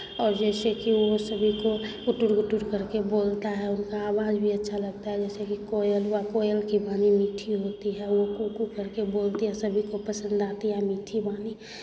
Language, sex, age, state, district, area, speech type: Hindi, female, 30-45, Bihar, Begusarai, rural, spontaneous